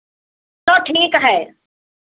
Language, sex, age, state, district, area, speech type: Hindi, female, 60+, Uttar Pradesh, Hardoi, rural, conversation